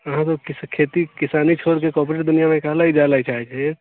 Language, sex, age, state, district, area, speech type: Maithili, male, 30-45, Bihar, Sitamarhi, rural, conversation